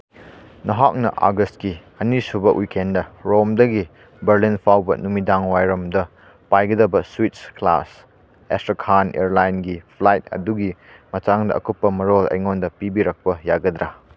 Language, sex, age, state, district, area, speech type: Manipuri, male, 18-30, Manipur, Churachandpur, rural, read